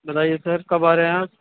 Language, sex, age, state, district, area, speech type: Urdu, male, 30-45, Uttar Pradesh, Muzaffarnagar, urban, conversation